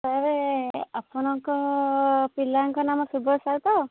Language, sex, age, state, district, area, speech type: Odia, female, 30-45, Odisha, Kendujhar, urban, conversation